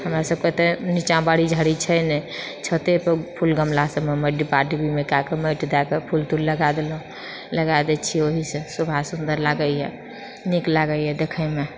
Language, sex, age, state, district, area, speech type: Maithili, female, 60+, Bihar, Purnia, rural, spontaneous